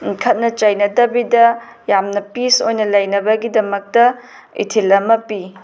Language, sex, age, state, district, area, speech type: Manipuri, female, 30-45, Manipur, Tengnoupal, rural, spontaneous